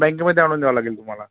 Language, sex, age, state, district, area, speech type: Marathi, male, 45-60, Maharashtra, Akola, rural, conversation